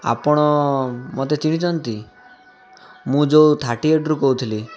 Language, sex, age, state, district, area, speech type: Odia, male, 18-30, Odisha, Malkangiri, urban, spontaneous